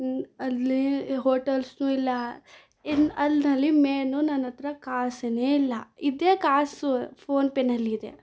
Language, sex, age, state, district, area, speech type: Kannada, female, 18-30, Karnataka, Bangalore Rural, urban, spontaneous